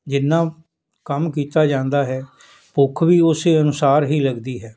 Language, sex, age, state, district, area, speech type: Punjabi, male, 60+, Punjab, Fazilka, rural, spontaneous